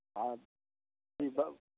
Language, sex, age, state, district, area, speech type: Maithili, male, 45-60, Bihar, Begusarai, urban, conversation